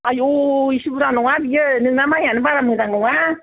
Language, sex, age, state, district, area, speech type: Bodo, female, 45-60, Assam, Kokrajhar, urban, conversation